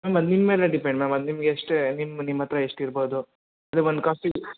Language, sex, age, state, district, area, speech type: Kannada, male, 18-30, Karnataka, Bangalore Urban, urban, conversation